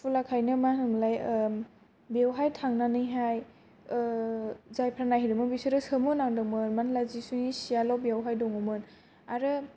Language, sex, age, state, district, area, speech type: Bodo, female, 18-30, Assam, Kokrajhar, urban, spontaneous